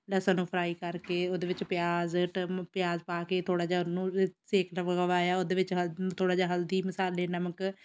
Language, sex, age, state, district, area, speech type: Punjabi, female, 30-45, Punjab, Shaheed Bhagat Singh Nagar, rural, spontaneous